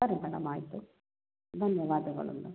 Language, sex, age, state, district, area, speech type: Kannada, female, 45-60, Karnataka, Chikkaballapur, rural, conversation